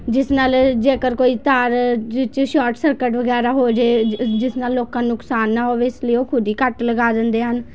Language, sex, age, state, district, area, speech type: Punjabi, female, 18-30, Punjab, Patiala, urban, spontaneous